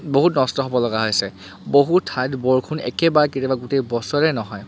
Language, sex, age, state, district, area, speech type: Assamese, male, 30-45, Assam, Charaideo, urban, spontaneous